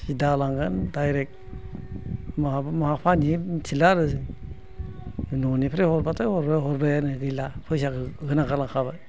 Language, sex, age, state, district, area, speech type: Bodo, male, 60+, Assam, Udalguri, rural, spontaneous